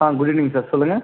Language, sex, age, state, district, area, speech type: Tamil, male, 18-30, Tamil Nadu, Pudukkottai, rural, conversation